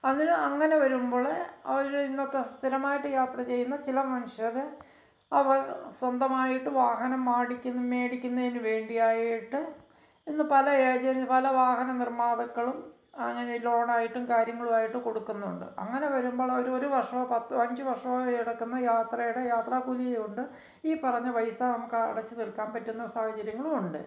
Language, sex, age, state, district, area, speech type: Malayalam, male, 45-60, Kerala, Kottayam, rural, spontaneous